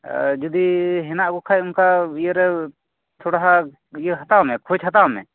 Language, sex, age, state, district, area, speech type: Santali, male, 30-45, West Bengal, Birbhum, rural, conversation